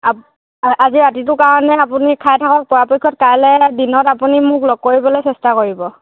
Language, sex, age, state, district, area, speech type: Assamese, female, 45-60, Assam, Dhemaji, rural, conversation